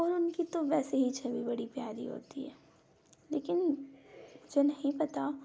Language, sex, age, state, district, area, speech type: Hindi, female, 18-30, Madhya Pradesh, Ujjain, urban, spontaneous